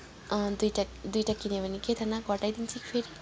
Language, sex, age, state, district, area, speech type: Nepali, female, 18-30, West Bengal, Kalimpong, rural, spontaneous